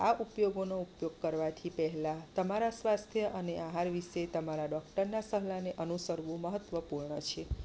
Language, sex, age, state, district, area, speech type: Gujarati, female, 30-45, Gujarat, Kheda, rural, spontaneous